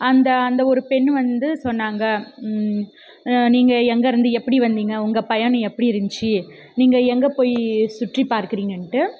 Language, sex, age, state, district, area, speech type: Tamil, female, 18-30, Tamil Nadu, Krishnagiri, rural, spontaneous